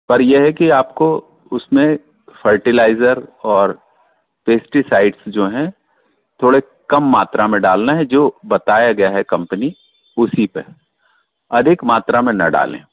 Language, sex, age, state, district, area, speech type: Hindi, male, 60+, Madhya Pradesh, Balaghat, rural, conversation